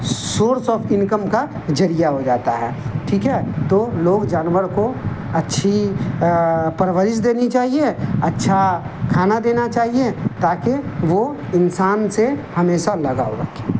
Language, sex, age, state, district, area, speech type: Urdu, male, 45-60, Bihar, Darbhanga, rural, spontaneous